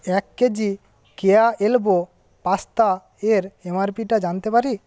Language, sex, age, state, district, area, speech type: Bengali, male, 30-45, West Bengal, Paschim Medinipur, rural, read